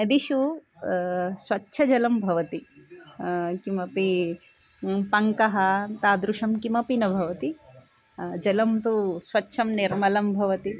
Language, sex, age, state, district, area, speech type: Sanskrit, female, 30-45, Telangana, Karimnagar, urban, spontaneous